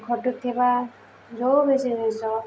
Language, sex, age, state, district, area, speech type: Odia, female, 18-30, Odisha, Sundergarh, urban, spontaneous